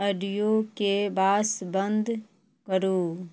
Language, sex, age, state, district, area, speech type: Maithili, female, 45-60, Bihar, Madhubani, rural, read